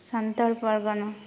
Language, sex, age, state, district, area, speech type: Santali, female, 18-30, West Bengal, Jhargram, rural, spontaneous